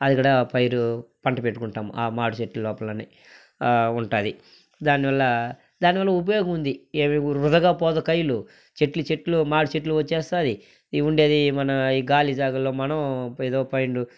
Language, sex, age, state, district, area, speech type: Telugu, male, 45-60, Andhra Pradesh, Sri Balaji, urban, spontaneous